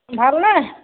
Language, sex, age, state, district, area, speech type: Assamese, female, 45-60, Assam, Golaghat, urban, conversation